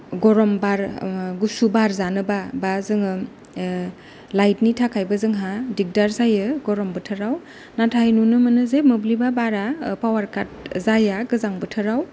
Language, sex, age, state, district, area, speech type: Bodo, female, 30-45, Assam, Kokrajhar, rural, spontaneous